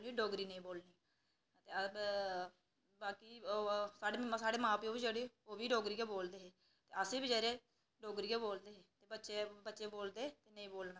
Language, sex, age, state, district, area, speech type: Dogri, female, 18-30, Jammu and Kashmir, Reasi, rural, spontaneous